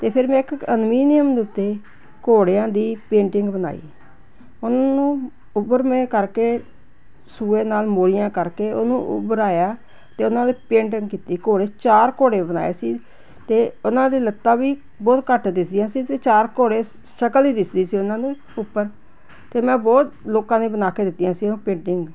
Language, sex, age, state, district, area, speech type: Punjabi, female, 60+, Punjab, Jalandhar, urban, spontaneous